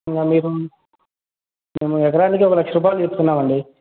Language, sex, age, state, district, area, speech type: Telugu, male, 18-30, Andhra Pradesh, Annamaya, rural, conversation